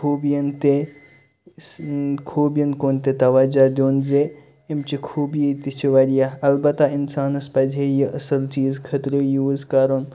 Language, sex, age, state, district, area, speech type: Kashmiri, male, 18-30, Jammu and Kashmir, Kupwara, rural, spontaneous